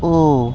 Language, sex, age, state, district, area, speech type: Dogri, male, 30-45, Jammu and Kashmir, Jammu, rural, read